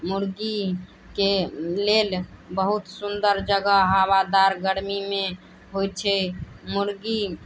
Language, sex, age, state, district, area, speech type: Maithili, female, 18-30, Bihar, Madhubani, rural, spontaneous